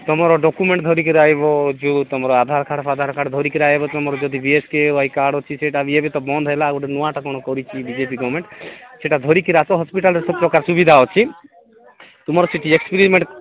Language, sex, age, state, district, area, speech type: Odia, male, 45-60, Odisha, Nabarangpur, rural, conversation